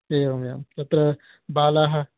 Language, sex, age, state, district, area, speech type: Sanskrit, male, 18-30, West Bengal, North 24 Parganas, rural, conversation